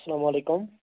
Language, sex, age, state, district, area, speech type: Kashmiri, male, 18-30, Jammu and Kashmir, Bandipora, urban, conversation